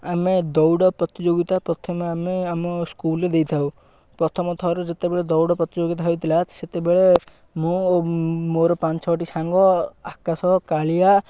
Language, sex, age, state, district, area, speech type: Odia, male, 18-30, Odisha, Ganjam, rural, spontaneous